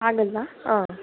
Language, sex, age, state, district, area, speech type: Kannada, female, 45-60, Karnataka, Davanagere, urban, conversation